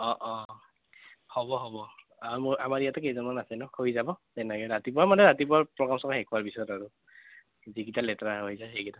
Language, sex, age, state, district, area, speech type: Assamese, male, 18-30, Assam, Goalpara, urban, conversation